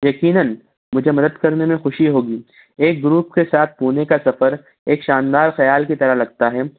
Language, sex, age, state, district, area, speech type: Urdu, male, 60+, Maharashtra, Nashik, urban, conversation